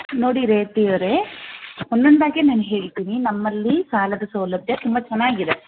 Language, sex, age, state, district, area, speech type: Kannada, female, 30-45, Karnataka, Bangalore Rural, rural, conversation